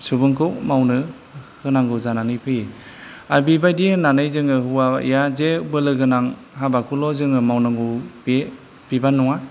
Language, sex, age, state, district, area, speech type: Bodo, male, 45-60, Assam, Kokrajhar, rural, spontaneous